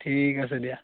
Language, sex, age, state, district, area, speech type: Assamese, male, 18-30, Assam, Charaideo, rural, conversation